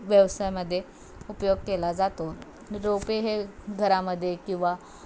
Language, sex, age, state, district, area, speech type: Marathi, female, 18-30, Maharashtra, Osmanabad, rural, spontaneous